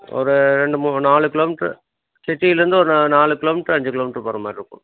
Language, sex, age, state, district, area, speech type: Tamil, male, 60+, Tamil Nadu, Dharmapuri, rural, conversation